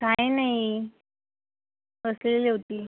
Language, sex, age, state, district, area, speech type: Marathi, male, 45-60, Maharashtra, Yavatmal, rural, conversation